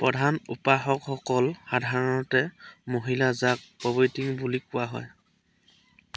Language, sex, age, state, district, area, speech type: Assamese, male, 30-45, Assam, Dhemaji, rural, read